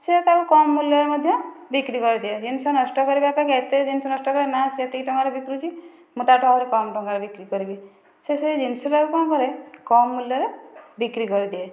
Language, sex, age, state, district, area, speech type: Odia, female, 30-45, Odisha, Dhenkanal, rural, spontaneous